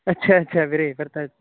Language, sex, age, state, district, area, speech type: Punjabi, male, 18-30, Punjab, Patiala, rural, conversation